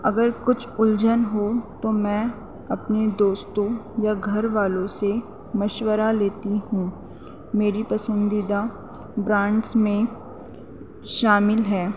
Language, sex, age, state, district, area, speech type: Urdu, female, 18-30, Delhi, North East Delhi, urban, spontaneous